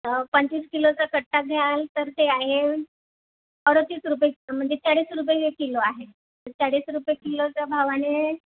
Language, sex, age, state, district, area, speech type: Marathi, female, 30-45, Maharashtra, Nagpur, urban, conversation